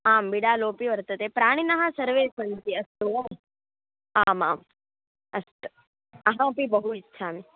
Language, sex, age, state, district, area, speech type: Sanskrit, female, 18-30, Karnataka, Tumkur, urban, conversation